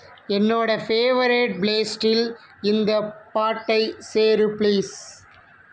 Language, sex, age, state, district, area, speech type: Tamil, male, 30-45, Tamil Nadu, Ariyalur, rural, read